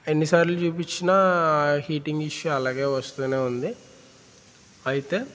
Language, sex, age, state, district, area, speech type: Telugu, male, 18-30, Andhra Pradesh, Eluru, rural, spontaneous